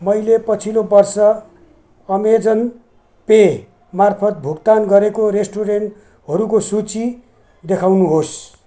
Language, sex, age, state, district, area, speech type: Nepali, male, 60+, West Bengal, Jalpaiguri, rural, read